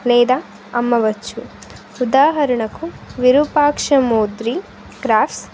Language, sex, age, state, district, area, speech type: Telugu, female, 18-30, Andhra Pradesh, Sri Satya Sai, urban, spontaneous